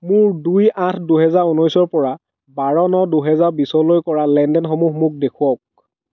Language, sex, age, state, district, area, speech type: Assamese, male, 45-60, Assam, Dhemaji, rural, read